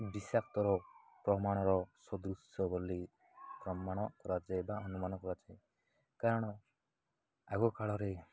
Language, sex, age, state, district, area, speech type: Odia, male, 18-30, Odisha, Nabarangpur, urban, spontaneous